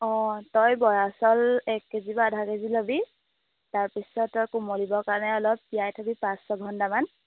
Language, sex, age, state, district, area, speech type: Assamese, female, 18-30, Assam, Jorhat, urban, conversation